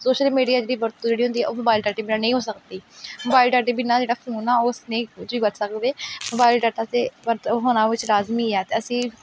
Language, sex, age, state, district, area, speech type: Punjabi, female, 18-30, Punjab, Pathankot, rural, spontaneous